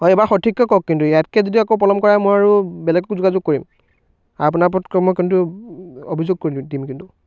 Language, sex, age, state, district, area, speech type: Assamese, male, 18-30, Assam, Biswanath, rural, spontaneous